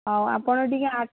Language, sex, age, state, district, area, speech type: Odia, female, 18-30, Odisha, Bhadrak, rural, conversation